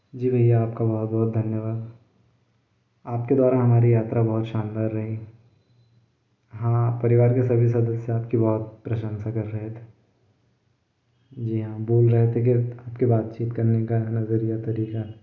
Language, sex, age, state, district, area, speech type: Hindi, male, 18-30, Madhya Pradesh, Bhopal, urban, spontaneous